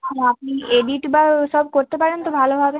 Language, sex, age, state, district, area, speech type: Bengali, female, 18-30, West Bengal, Uttar Dinajpur, rural, conversation